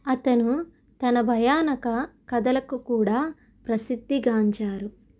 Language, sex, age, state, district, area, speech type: Telugu, female, 30-45, Andhra Pradesh, East Godavari, rural, read